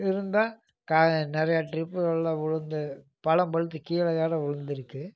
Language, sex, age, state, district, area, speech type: Tamil, male, 45-60, Tamil Nadu, Namakkal, rural, spontaneous